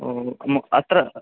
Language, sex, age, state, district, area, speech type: Sanskrit, male, 18-30, Assam, Biswanath, rural, conversation